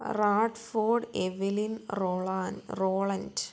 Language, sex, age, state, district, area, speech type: Malayalam, female, 30-45, Kerala, Kollam, rural, spontaneous